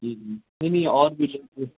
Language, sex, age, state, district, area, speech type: Urdu, male, 18-30, Bihar, Gaya, urban, conversation